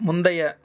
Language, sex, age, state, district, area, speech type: Tamil, male, 30-45, Tamil Nadu, Cuddalore, urban, read